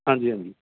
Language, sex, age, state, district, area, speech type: Punjabi, male, 30-45, Punjab, Bathinda, rural, conversation